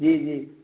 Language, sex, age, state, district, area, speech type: Urdu, male, 18-30, Uttar Pradesh, Balrampur, rural, conversation